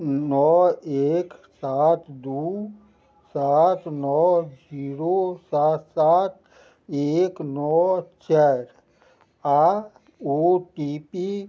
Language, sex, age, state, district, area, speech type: Maithili, male, 60+, Bihar, Madhubani, rural, read